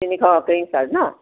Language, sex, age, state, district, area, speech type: Assamese, female, 45-60, Assam, Golaghat, urban, conversation